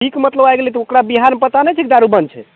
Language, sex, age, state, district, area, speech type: Maithili, male, 30-45, Bihar, Begusarai, urban, conversation